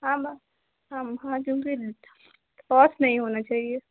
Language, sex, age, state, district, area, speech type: Hindi, female, 18-30, Madhya Pradesh, Narsinghpur, rural, conversation